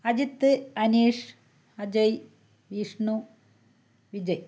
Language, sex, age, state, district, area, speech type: Malayalam, female, 60+, Kerala, Wayanad, rural, spontaneous